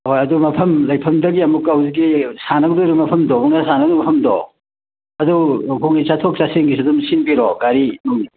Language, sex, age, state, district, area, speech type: Manipuri, male, 60+, Manipur, Churachandpur, urban, conversation